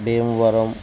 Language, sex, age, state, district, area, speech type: Telugu, male, 30-45, Andhra Pradesh, Bapatla, rural, spontaneous